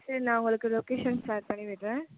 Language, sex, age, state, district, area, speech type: Tamil, female, 18-30, Tamil Nadu, Mayiladuthurai, urban, conversation